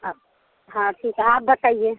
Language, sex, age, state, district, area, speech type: Hindi, female, 45-60, Bihar, Madhepura, rural, conversation